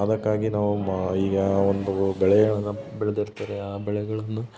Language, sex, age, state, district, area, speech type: Kannada, male, 30-45, Karnataka, Hassan, rural, spontaneous